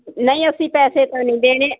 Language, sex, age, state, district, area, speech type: Punjabi, female, 30-45, Punjab, Moga, rural, conversation